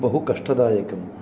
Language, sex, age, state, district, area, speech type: Sanskrit, male, 45-60, Karnataka, Dakshina Kannada, rural, spontaneous